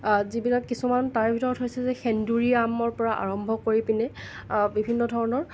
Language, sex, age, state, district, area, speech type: Assamese, male, 30-45, Assam, Nalbari, rural, spontaneous